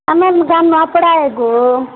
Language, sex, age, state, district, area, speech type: Odia, female, 18-30, Odisha, Nuapada, urban, conversation